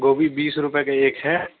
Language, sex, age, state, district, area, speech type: Urdu, male, 18-30, Uttar Pradesh, Lucknow, urban, conversation